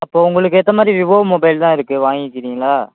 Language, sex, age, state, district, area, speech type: Tamil, male, 18-30, Tamil Nadu, Tiruchirappalli, rural, conversation